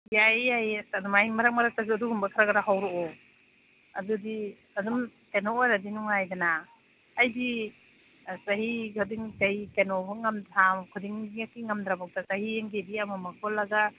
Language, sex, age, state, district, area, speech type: Manipuri, female, 45-60, Manipur, Imphal East, rural, conversation